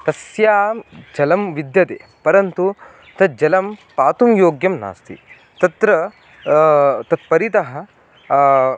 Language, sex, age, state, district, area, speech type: Sanskrit, male, 18-30, Maharashtra, Kolhapur, rural, spontaneous